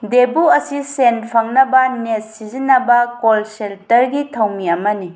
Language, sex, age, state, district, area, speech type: Manipuri, female, 45-60, Manipur, Bishnupur, rural, read